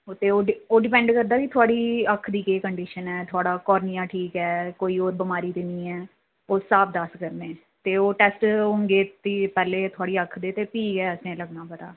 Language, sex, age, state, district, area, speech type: Dogri, female, 30-45, Jammu and Kashmir, Udhampur, urban, conversation